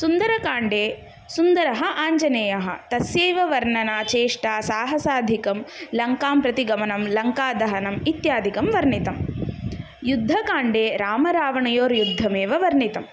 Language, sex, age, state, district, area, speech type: Sanskrit, female, 18-30, Tamil Nadu, Kanchipuram, urban, spontaneous